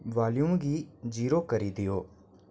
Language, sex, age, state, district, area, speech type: Dogri, male, 18-30, Jammu and Kashmir, Reasi, rural, read